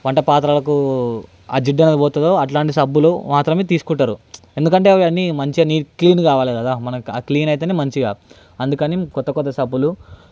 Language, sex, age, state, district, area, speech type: Telugu, male, 18-30, Telangana, Hyderabad, urban, spontaneous